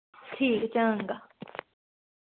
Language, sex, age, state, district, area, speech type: Dogri, female, 18-30, Jammu and Kashmir, Reasi, rural, conversation